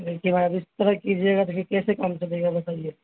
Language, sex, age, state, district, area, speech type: Urdu, male, 18-30, Bihar, Madhubani, rural, conversation